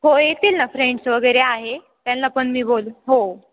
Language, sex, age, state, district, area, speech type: Marathi, female, 18-30, Maharashtra, Ahmednagar, urban, conversation